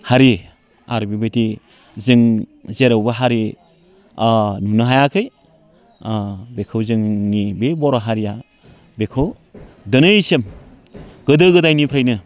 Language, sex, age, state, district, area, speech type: Bodo, male, 45-60, Assam, Udalguri, rural, spontaneous